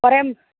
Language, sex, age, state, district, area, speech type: Tamil, female, 60+, Tamil Nadu, Mayiladuthurai, urban, conversation